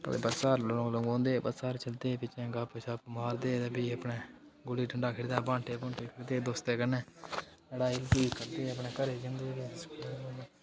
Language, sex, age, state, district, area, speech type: Dogri, male, 18-30, Jammu and Kashmir, Udhampur, rural, spontaneous